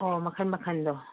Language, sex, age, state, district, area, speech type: Manipuri, female, 60+, Manipur, Imphal East, rural, conversation